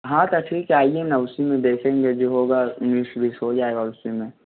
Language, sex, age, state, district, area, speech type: Hindi, male, 18-30, Bihar, Vaishali, urban, conversation